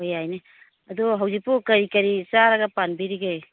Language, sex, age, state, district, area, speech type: Manipuri, female, 60+, Manipur, Imphal East, rural, conversation